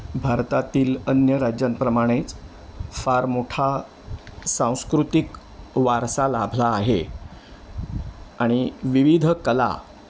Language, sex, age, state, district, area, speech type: Marathi, male, 60+, Maharashtra, Thane, urban, spontaneous